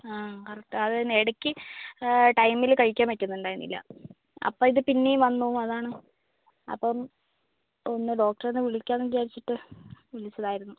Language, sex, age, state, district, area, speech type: Malayalam, female, 45-60, Kerala, Wayanad, rural, conversation